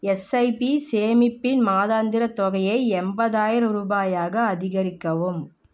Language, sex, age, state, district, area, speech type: Tamil, female, 18-30, Tamil Nadu, Namakkal, rural, read